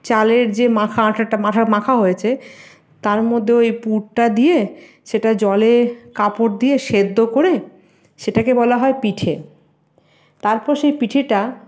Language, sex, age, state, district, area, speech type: Bengali, female, 45-60, West Bengal, Paschim Bardhaman, rural, spontaneous